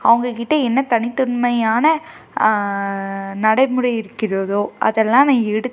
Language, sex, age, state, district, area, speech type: Tamil, female, 18-30, Tamil Nadu, Tiruppur, rural, spontaneous